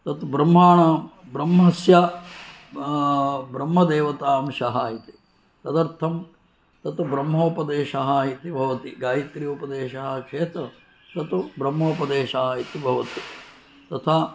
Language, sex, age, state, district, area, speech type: Sanskrit, male, 60+, Karnataka, Shimoga, urban, spontaneous